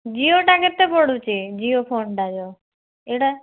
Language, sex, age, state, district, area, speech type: Odia, female, 30-45, Odisha, Cuttack, urban, conversation